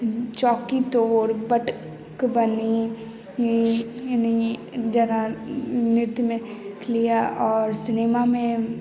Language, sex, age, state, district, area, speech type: Maithili, female, 18-30, Bihar, Madhubani, urban, spontaneous